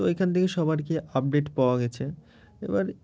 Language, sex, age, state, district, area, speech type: Bengali, male, 30-45, West Bengal, Murshidabad, urban, spontaneous